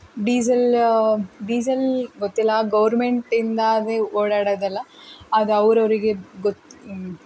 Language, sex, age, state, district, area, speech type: Kannada, female, 30-45, Karnataka, Tumkur, rural, spontaneous